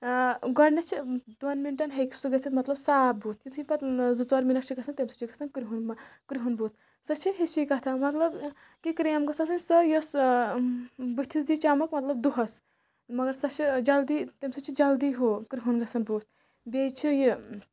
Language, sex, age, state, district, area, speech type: Kashmiri, female, 30-45, Jammu and Kashmir, Kulgam, rural, spontaneous